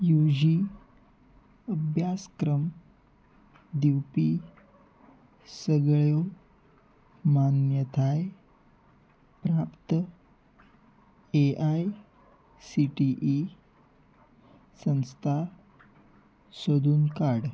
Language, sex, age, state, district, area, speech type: Goan Konkani, male, 18-30, Goa, Salcete, rural, read